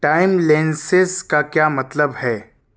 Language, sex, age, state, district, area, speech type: Urdu, male, 30-45, Delhi, South Delhi, urban, read